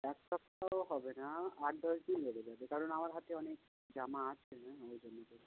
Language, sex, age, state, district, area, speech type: Bengali, male, 45-60, West Bengal, South 24 Parganas, rural, conversation